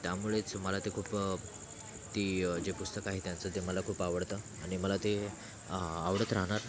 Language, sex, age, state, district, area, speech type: Marathi, male, 18-30, Maharashtra, Thane, rural, spontaneous